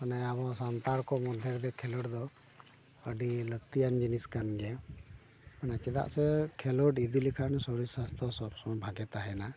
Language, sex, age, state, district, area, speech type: Santali, male, 45-60, West Bengal, Bankura, rural, spontaneous